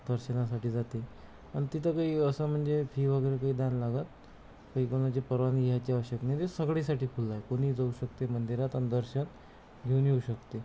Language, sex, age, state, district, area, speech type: Marathi, male, 30-45, Maharashtra, Amravati, rural, spontaneous